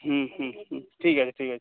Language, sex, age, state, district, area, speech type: Bengali, male, 30-45, West Bengal, Uttar Dinajpur, rural, conversation